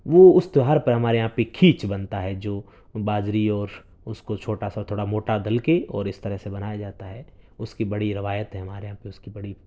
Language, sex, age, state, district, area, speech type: Urdu, male, 18-30, Delhi, North East Delhi, urban, spontaneous